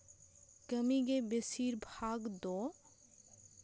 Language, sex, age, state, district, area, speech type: Santali, female, 18-30, West Bengal, Bankura, rural, spontaneous